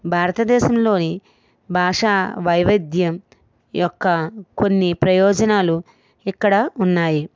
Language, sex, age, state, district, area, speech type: Telugu, female, 45-60, Andhra Pradesh, East Godavari, rural, spontaneous